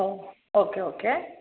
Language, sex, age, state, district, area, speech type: Kannada, female, 30-45, Karnataka, Hassan, urban, conversation